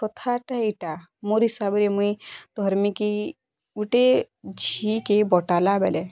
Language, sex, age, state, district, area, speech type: Odia, female, 18-30, Odisha, Bargarh, urban, spontaneous